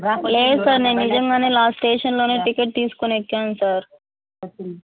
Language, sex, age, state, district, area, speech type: Telugu, female, 18-30, Telangana, Komaram Bheem, rural, conversation